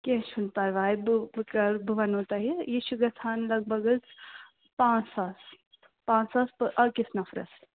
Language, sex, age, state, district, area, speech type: Kashmiri, male, 18-30, Jammu and Kashmir, Srinagar, urban, conversation